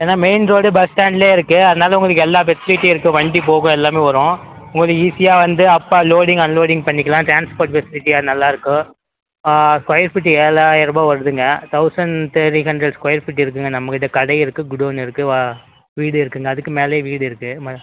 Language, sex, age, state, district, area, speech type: Tamil, male, 45-60, Tamil Nadu, Tenkasi, rural, conversation